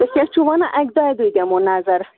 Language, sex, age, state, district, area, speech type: Kashmiri, female, 30-45, Jammu and Kashmir, Bandipora, rural, conversation